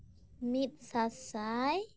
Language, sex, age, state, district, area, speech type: Santali, female, 18-30, West Bengal, Birbhum, rural, spontaneous